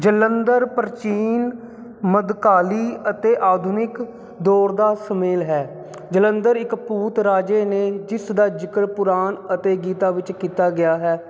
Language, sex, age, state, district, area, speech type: Punjabi, male, 30-45, Punjab, Jalandhar, urban, spontaneous